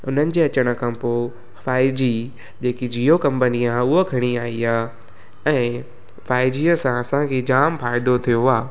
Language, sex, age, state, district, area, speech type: Sindhi, male, 18-30, Gujarat, Surat, urban, spontaneous